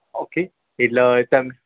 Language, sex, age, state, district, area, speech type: Gujarati, male, 30-45, Gujarat, Ahmedabad, urban, conversation